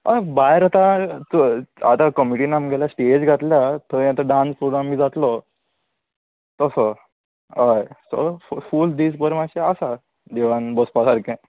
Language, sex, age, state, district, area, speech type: Goan Konkani, male, 18-30, Goa, Salcete, urban, conversation